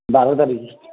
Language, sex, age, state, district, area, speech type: Odia, male, 18-30, Odisha, Kendujhar, urban, conversation